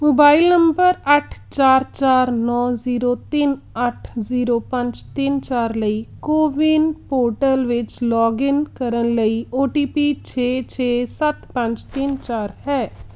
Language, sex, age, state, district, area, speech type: Punjabi, female, 45-60, Punjab, Tarn Taran, urban, read